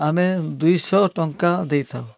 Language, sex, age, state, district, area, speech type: Odia, male, 60+, Odisha, Kalahandi, rural, spontaneous